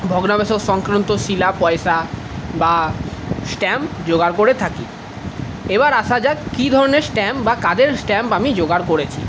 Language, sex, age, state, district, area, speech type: Bengali, male, 45-60, West Bengal, Paschim Bardhaman, urban, spontaneous